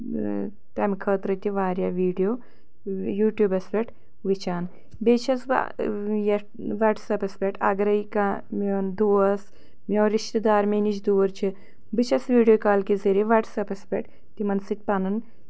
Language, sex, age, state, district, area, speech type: Kashmiri, female, 30-45, Jammu and Kashmir, Anantnag, rural, spontaneous